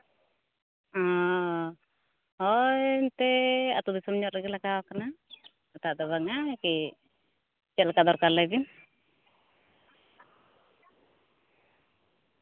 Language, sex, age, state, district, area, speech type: Santali, female, 30-45, Jharkhand, East Singhbhum, rural, conversation